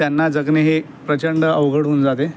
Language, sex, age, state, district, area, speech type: Marathi, male, 18-30, Maharashtra, Aurangabad, urban, spontaneous